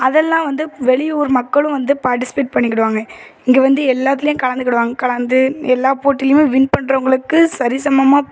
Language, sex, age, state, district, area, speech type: Tamil, female, 18-30, Tamil Nadu, Thoothukudi, rural, spontaneous